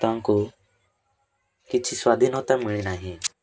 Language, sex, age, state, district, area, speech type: Odia, male, 18-30, Odisha, Rayagada, rural, spontaneous